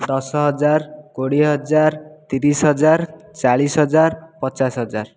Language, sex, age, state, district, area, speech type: Odia, male, 18-30, Odisha, Jajpur, rural, spontaneous